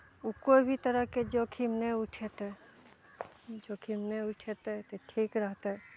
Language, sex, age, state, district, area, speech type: Maithili, female, 30-45, Bihar, Araria, rural, spontaneous